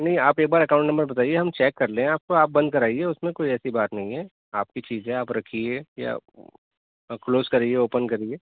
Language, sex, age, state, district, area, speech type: Urdu, male, 30-45, Delhi, East Delhi, urban, conversation